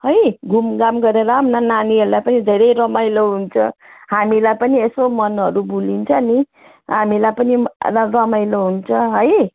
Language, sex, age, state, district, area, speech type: Nepali, female, 45-60, West Bengal, Jalpaiguri, rural, conversation